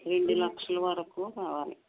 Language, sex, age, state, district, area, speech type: Telugu, female, 60+, Andhra Pradesh, West Godavari, rural, conversation